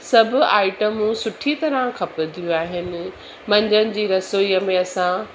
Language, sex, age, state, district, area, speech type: Sindhi, female, 45-60, Gujarat, Surat, urban, spontaneous